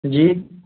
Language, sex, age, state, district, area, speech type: Urdu, male, 18-30, Uttar Pradesh, Balrampur, rural, conversation